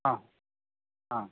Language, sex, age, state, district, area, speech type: Malayalam, male, 60+, Kerala, Idukki, rural, conversation